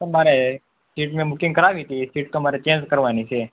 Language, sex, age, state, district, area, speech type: Gujarati, male, 18-30, Gujarat, Anand, rural, conversation